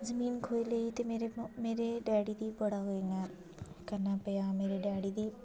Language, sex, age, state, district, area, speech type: Dogri, female, 18-30, Jammu and Kashmir, Jammu, rural, spontaneous